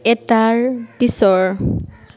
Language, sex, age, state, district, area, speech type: Assamese, female, 18-30, Assam, Tinsukia, rural, read